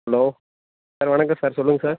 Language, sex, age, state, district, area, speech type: Tamil, male, 18-30, Tamil Nadu, Perambalur, rural, conversation